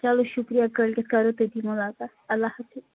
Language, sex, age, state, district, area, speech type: Kashmiri, female, 18-30, Jammu and Kashmir, Kulgam, rural, conversation